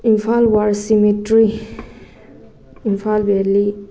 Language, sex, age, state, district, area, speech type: Manipuri, female, 18-30, Manipur, Thoubal, rural, spontaneous